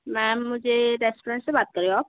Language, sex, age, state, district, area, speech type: Hindi, female, 18-30, Madhya Pradesh, Betul, urban, conversation